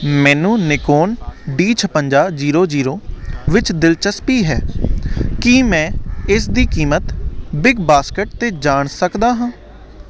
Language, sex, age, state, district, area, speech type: Punjabi, male, 18-30, Punjab, Hoshiarpur, urban, read